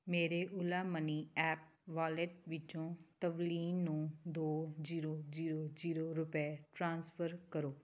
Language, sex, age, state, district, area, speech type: Punjabi, female, 30-45, Punjab, Tarn Taran, rural, read